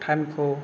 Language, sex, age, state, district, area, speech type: Bodo, male, 18-30, Assam, Kokrajhar, rural, spontaneous